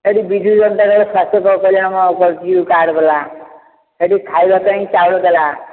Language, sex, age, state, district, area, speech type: Odia, male, 60+, Odisha, Nayagarh, rural, conversation